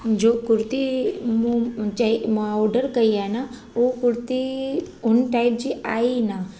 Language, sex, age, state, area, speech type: Sindhi, female, 30-45, Gujarat, urban, spontaneous